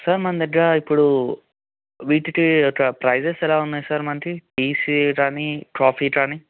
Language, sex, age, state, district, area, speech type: Telugu, male, 18-30, Telangana, Medchal, urban, conversation